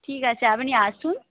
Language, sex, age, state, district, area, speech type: Bengali, female, 18-30, West Bengal, Paschim Medinipur, rural, conversation